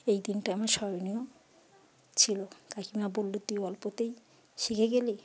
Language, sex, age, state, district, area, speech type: Bengali, female, 30-45, West Bengal, Uttar Dinajpur, urban, spontaneous